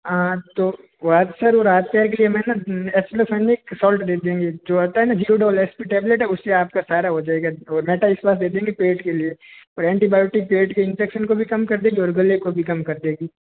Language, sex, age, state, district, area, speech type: Hindi, male, 30-45, Rajasthan, Jodhpur, urban, conversation